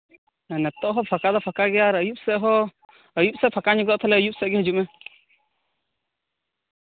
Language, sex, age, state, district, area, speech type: Santali, male, 18-30, West Bengal, Birbhum, rural, conversation